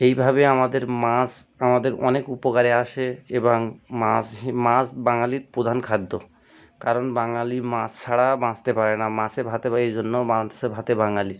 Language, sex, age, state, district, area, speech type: Bengali, male, 18-30, West Bengal, Birbhum, urban, spontaneous